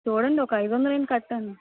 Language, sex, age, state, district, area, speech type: Telugu, female, 30-45, Andhra Pradesh, Vizianagaram, urban, conversation